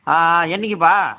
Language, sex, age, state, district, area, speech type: Tamil, male, 30-45, Tamil Nadu, Chengalpattu, rural, conversation